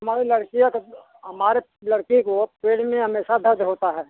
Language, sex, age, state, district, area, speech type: Hindi, male, 60+, Uttar Pradesh, Mirzapur, urban, conversation